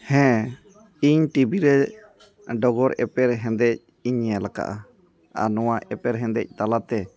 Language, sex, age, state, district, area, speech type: Santali, male, 30-45, West Bengal, Malda, rural, spontaneous